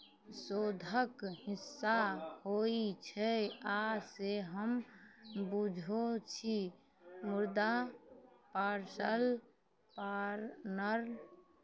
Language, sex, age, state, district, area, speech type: Maithili, female, 30-45, Bihar, Madhubani, rural, read